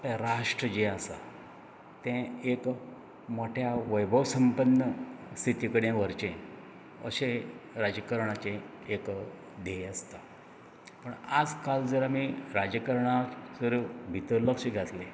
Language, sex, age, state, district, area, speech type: Goan Konkani, male, 60+, Goa, Canacona, rural, spontaneous